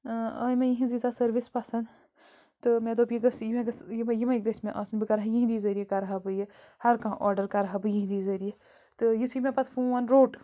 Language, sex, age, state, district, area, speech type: Kashmiri, female, 30-45, Jammu and Kashmir, Bandipora, rural, spontaneous